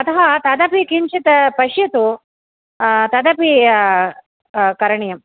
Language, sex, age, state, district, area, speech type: Sanskrit, female, 45-60, Tamil Nadu, Chennai, urban, conversation